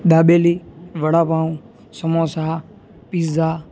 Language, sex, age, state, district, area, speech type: Gujarati, male, 18-30, Gujarat, Junagadh, urban, spontaneous